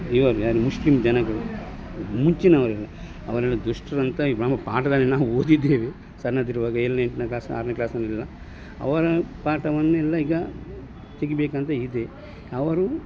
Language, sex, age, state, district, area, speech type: Kannada, male, 60+, Karnataka, Dakshina Kannada, rural, spontaneous